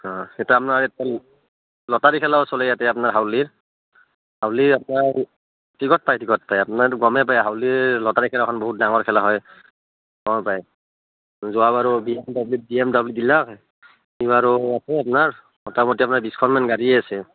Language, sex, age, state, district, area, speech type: Assamese, male, 30-45, Assam, Barpeta, rural, conversation